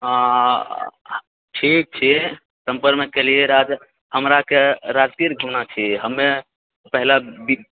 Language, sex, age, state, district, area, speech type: Maithili, male, 30-45, Bihar, Purnia, rural, conversation